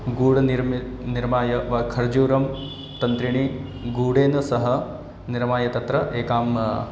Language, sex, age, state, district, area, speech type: Sanskrit, male, 18-30, Madhya Pradesh, Ujjain, urban, spontaneous